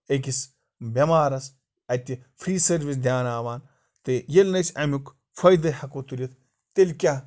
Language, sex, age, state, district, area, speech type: Kashmiri, male, 30-45, Jammu and Kashmir, Bandipora, rural, spontaneous